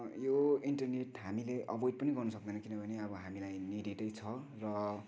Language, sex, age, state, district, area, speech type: Nepali, male, 18-30, West Bengal, Kalimpong, rural, spontaneous